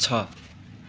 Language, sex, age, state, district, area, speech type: Nepali, male, 18-30, West Bengal, Darjeeling, rural, read